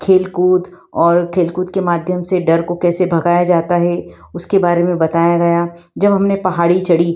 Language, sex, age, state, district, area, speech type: Hindi, female, 45-60, Madhya Pradesh, Ujjain, urban, spontaneous